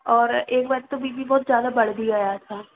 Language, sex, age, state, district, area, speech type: Hindi, female, 18-30, Madhya Pradesh, Chhindwara, urban, conversation